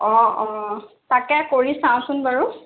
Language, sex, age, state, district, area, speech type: Assamese, female, 18-30, Assam, Jorhat, urban, conversation